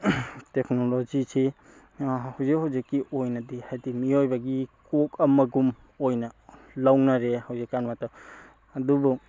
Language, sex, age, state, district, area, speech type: Manipuri, male, 18-30, Manipur, Tengnoupal, urban, spontaneous